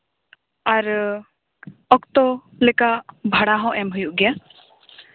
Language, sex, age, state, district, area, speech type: Santali, female, 18-30, West Bengal, Paschim Bardhaman, rural, conversation